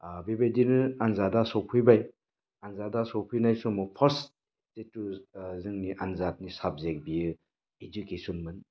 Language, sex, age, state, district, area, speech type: Bodo, male, 45-60, Assam, Baksa, rural, spontaneous